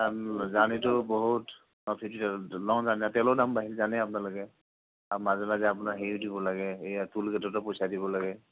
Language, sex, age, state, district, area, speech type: Assamese, male, 45-60, Assam, Nagaon, rural, conversation